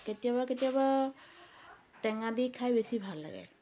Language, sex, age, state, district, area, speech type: Assamese, female, 45-60, Assam, Dibrugarh, rural, spontaneous